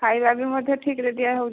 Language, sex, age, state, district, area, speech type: Odia, female, 45-60, Odisha, Angul, rural, conversation